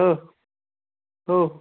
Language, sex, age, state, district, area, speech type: Marathi, male, 18-30, Maharashtra, Hingoli, urban, conversation